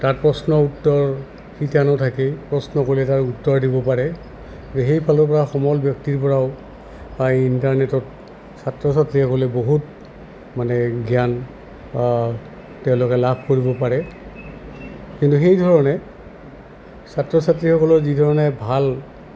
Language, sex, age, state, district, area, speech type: Assamese, male, 60+, Assam, Goalpara, urban, spontaneous